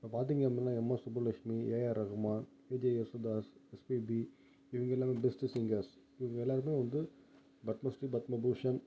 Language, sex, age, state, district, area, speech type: Tamil, male, 18-30, Tamil Nadu, Ariyalur, rural, spontaneous